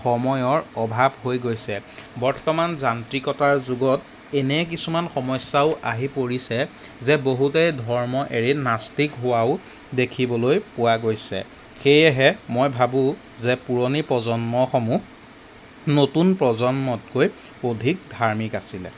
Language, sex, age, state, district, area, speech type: Assamese, male, 18-30, Assam, Jorhat, urban, spontaneous